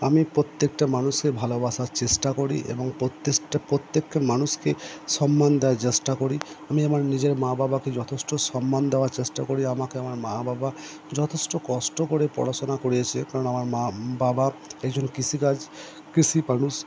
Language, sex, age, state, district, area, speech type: Bengali, male, 30-45, West Bengal, Purba Bardhaman, urban, spontaneous